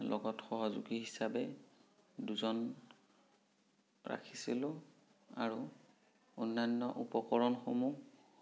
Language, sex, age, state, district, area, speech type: Assamese, male, 30-45, Assam, Sonitpur, rural, spontaneous